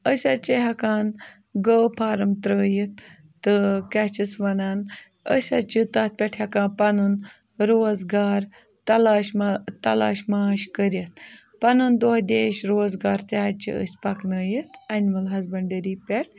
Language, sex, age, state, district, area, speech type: Kashmiri, female, 18-30, Jammu and Kashmir, Ganderbal, rural, spontaneous